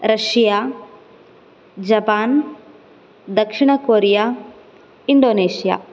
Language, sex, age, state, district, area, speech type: Sanskrit, female, 18-30, Karnataka, Koppal, rural, spontaneous